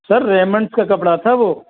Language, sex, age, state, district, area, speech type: Hindi, male, 60+, Rajasthan, Karauli, rural, conversation